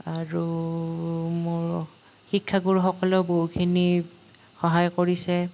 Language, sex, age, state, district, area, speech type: Assamese, male, 18-30, Assam, Nalbari, rural, spontaneous